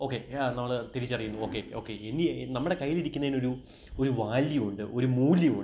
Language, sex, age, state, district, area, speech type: Malayalam, male, 18-30, Kerala, Kottayam, rural, spontaneous